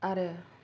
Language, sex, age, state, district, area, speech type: Bodo, female, 30-45, Assam, Kokrajhar, rural, spontaneous